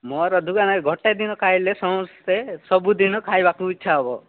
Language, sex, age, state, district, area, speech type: Odia, male, 30-45, Odisha, Nabarangpur, urban, conversation